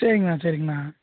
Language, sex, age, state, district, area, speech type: Tamil, male, 18-30, Tamil Nadu, Perambalur, rural, conversation